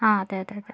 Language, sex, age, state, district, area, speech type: Malayalam, female, 30-45, Kerala, Wayanad, rural, spontaneous